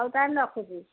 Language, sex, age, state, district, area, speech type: Odia, female, 60+, Odisha, Angul, rural, conversation